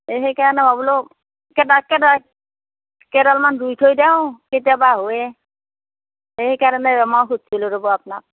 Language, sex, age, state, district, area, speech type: Assamese, female, 60+, Assam, Morigaon, rural, conversation